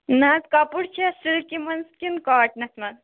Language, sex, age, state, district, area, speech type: Kashmiri, female, 18-30, Jammu and Kashmir, Shopian, rural, conversation